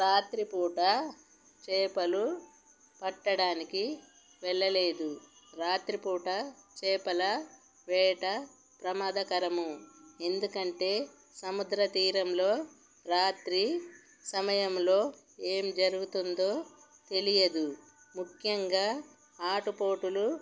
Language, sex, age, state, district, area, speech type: Telugu, female, 45-60, Telangana, Peddapalli, rural, spontaneous